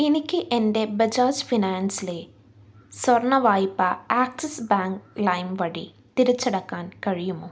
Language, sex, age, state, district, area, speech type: Malayalam, female, 18-30, Kerala, Kannur, rural, read